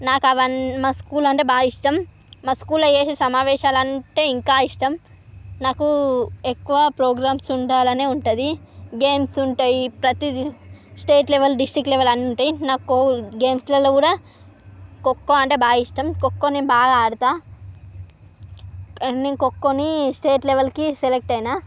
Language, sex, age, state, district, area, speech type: Telugu, female, 45-60, Andhra Pradesh, Srikakulam, urban, spontaneous